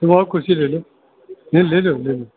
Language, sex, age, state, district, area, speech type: Sindhi, male, 60+, Uttar Pradesh, Lucknow, urban, conversation